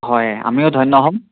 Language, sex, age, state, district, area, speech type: Assamese, male, 18-30, Assam, Biswanath, rural, conversation